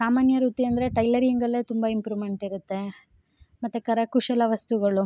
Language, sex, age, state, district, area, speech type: Kannada, female, 18-30, Karnataka, Chikkamagaluru, rural, spontaneous